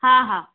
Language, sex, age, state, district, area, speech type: Sindhi, female, 18-30, Maharashtra, Thane, urban, conversation